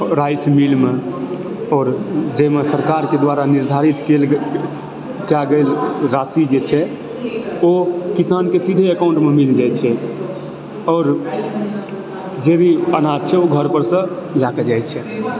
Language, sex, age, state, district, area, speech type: Maithili, male, 18-30, Bihar, Supaul, urban, spontaneous